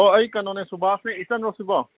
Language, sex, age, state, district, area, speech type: Manipuri, male, 30-45, Manipur, Kangpokpi, urban, conversation